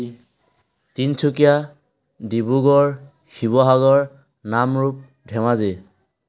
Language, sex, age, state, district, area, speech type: Assamese, male, 18-30, Assam, Tinsukia, urban, spontaneous